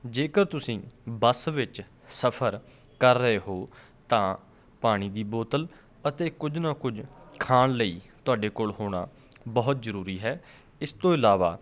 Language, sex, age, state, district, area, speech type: Punjabi, male, 30-45, Punjab, Patiala, rural, spontaneous